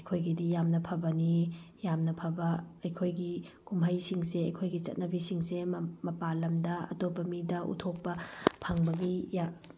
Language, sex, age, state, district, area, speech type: Manipuri, female, 30-45, Manipur, Tengnoupal, rural, spontaneous